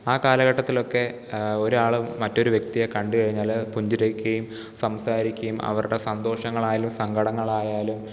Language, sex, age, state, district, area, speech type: Malayalam, male, 18-30, Kerala, Pathanamthitta, rural, spontaneous